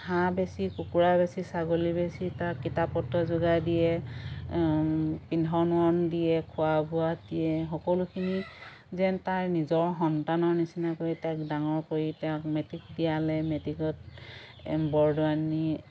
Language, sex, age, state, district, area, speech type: Assamese, female, 45-60, Assam, Lakhimpur, rural, spontaneous